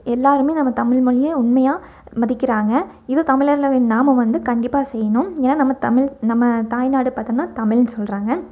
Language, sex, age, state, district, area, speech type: Tamil, female, 18-30, Tamil Nadu, Erode, urban, spontaneous